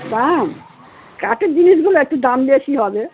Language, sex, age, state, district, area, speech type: Bengali, female, 60+, West Bengal, Darjeeling, rural, conversation